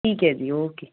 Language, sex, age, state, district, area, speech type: Punjabi, female, 18-30, Punjab, Patiala, urban, conversation